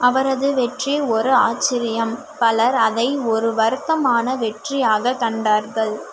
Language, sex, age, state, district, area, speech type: Tamil, female, 30-45, Tamil Nadu, Madurai, urban, read